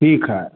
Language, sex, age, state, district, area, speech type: Hindi, male, 60+, Bihar, Madhepura, rural, conversation